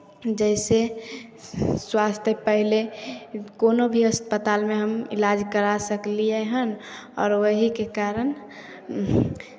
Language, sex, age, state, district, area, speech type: Maithili, female, 18-30, Bihar, Samastipur, urban, spontaneous